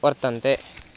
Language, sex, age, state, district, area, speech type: Sanskrit, male, 18-30, Karnataka, Bangalore Rural, urban, spontaneous